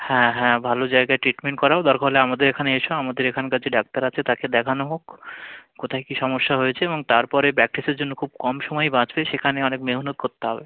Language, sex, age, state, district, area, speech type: Bengali, male, 30-45, West Bengal, South 24 Parganas, rural, conversation